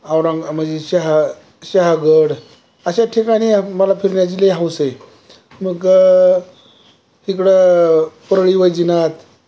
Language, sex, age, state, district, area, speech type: Marathi, male, 60+, Maharashtra, Osmanabad, rural, spontaneous